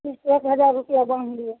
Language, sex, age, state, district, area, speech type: Maithili, female, 30-45, Bihar, Madhepura, rural, conversation